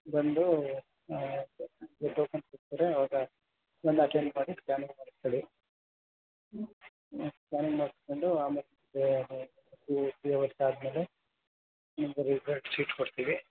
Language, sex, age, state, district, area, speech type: Kannada, male, 45-60, Karnataka, Ramanagara, urban, conversation